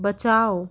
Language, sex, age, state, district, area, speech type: Hindi, female, 30-45, Madhya Pradesh, Ujjain, urban, read